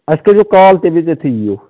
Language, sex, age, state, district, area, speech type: Kashmiri, male, 18-30, Jammu and Kashmir, Baramulla, rural, conversation